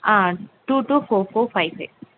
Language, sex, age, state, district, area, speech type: Tamil, female, 18-30, Tamil Nadu, Chennai, urban, conversation